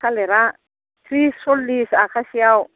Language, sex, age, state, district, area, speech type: Bodo, female, 60+, Assam, Baksa, rural, conversation